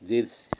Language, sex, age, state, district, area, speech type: Hindi, male, 60+, Uttar Pradesh, Mau, rural, read